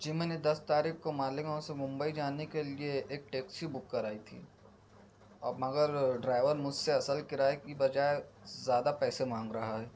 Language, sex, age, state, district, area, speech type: Urdu, male, 18-30, Maharashtra, Nashik, urban, spontaneous